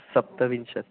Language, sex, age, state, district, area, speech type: Sanskrit, male, 18-30, Maharashtra, Pune, urban, conversation